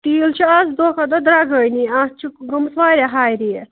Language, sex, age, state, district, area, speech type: Kashmiri, female, 30-45, Jammu and Kashmir, Ganderbal, rural, conversation